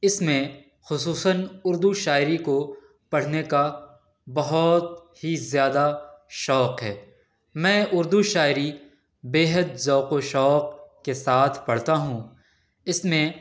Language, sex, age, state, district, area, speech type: Urdu, male, 18-30, Delhi, East Delhi, urban, spontaneous